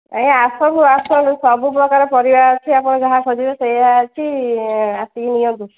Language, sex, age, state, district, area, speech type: Odia, female, 45-60, Odisha, Angul, rural, conversation